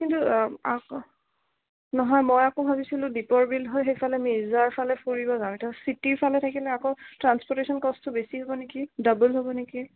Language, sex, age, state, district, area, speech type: Assamese, female, 45-60, Assam, Darrang, urban, conversation